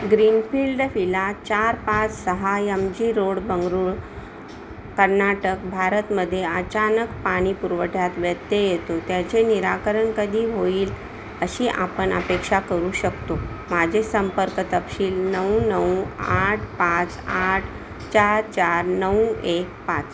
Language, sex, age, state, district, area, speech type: Marathi, female, 45-60, Maharashtra, Palghar, urban, read